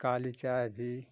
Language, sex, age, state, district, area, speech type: Hindi, male, 60+, Uttar Pradesh, Ghazipur, rural, spontaneous